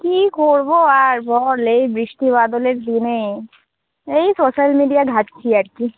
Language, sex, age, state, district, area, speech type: Bengali, female, 18-30, West Bengal, Alipurduar, rural, conversation